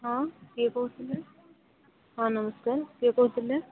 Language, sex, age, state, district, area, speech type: Odia, female, 30-45, Odisha, Subarnapur, urban, conversation